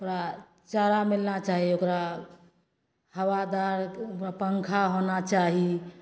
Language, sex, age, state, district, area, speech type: Maithili, female, 45-60, Bihar, Madhepura, rural, spontaneous